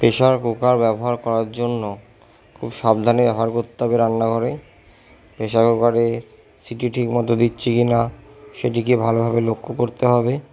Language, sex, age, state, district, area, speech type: Bengali, male, 18-30, West Bengal, Purba Bardhaman, urban, spontaneous